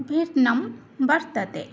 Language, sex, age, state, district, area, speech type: Sanskrit, female, 18-30, Odisha, Cuttack, rural, spontaneous